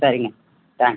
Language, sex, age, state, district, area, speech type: Tamil, female, 60+, Tamil Nadu, Cuddalore, urban, conversation